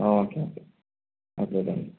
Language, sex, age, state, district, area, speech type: Malayalam, male, 30-45, Kerala, Malappuram, rural, conversation